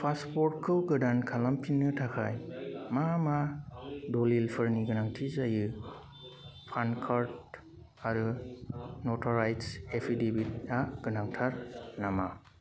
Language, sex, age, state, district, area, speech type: Bodo, male, 18-30, Assam, Kokrajhar, rural, read